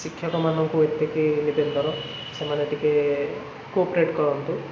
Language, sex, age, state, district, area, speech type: Odia, male, 18-30, Odisha, Cuttack, urban, spontaneous